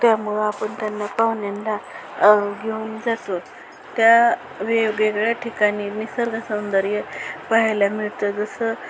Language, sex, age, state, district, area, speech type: Marathi, female, 45-60, Maharashtra, Osmanabad, rural, spontaneous